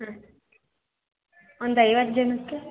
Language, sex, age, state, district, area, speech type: Kannada, female, 18-30, Karnataka, Chitradurga, rural, conversation